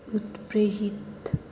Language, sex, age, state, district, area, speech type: Nepali, female, 18-30, West Bengal, Kalimpong, rural, spontaneous